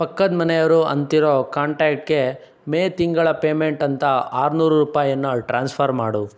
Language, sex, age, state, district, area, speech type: Kannada, male, 60+, Karnataka, Chikkaballapur, rural, read